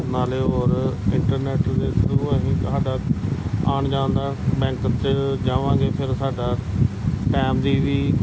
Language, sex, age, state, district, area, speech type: Punjabi, male, 45-60, Punjab, Gurdaspur, urban, spontaneous